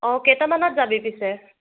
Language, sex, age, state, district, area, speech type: Assamese, female, 18-30, Assam, Sonitpur, rural, conversation